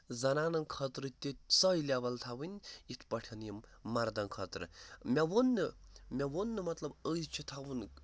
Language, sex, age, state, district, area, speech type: Kashmiri, male, 18-30, Jammu and Kashmir, Pulwama, urban, spontaneous